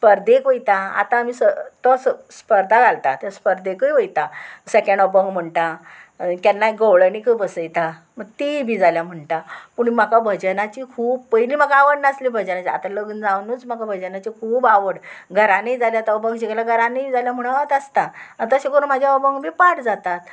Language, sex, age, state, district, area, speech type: Goan Konkani, female, 45-60, Goa, Murmgao, rural, spontaneous